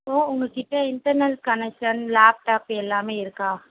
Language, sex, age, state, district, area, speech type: Tamil, female, 18-30, Tamil Nadu, Ranipet, urban, conversation